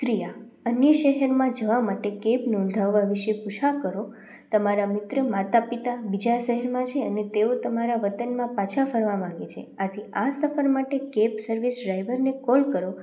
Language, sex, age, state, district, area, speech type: Gujarati, female, 18-30, Gujarat, Rajkot, rural, spontaneous